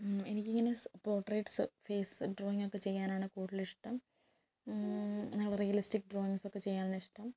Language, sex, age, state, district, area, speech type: Malayalam, female, 18-30, Kerala, Kottayam, rural, spontaneous